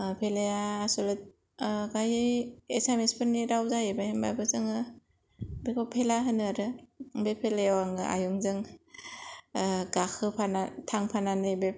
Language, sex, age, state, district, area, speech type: Bodo, female, 18-30, Assam, Kokrajhar, rural, spontaneous